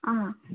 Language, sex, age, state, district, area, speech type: Manipuri, female, 30-45, Manipur, Thoubal, rural, conversation